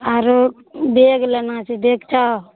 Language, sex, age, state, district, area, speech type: Maithili, female, 45-60, Bihar, Araria, rural, conversation